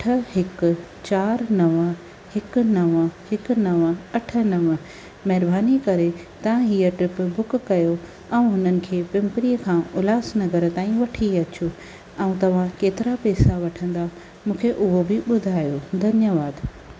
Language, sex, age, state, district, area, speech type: Sindhi, female, 30-45, Maharashtra, Thane, urban, spontaneous